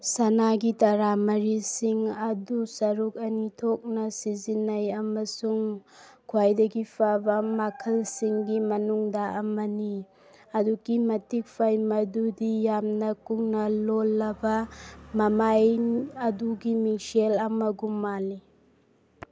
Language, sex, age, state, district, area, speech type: Manipuri, female, 30-45, Manipur, Churachandpur, urban, read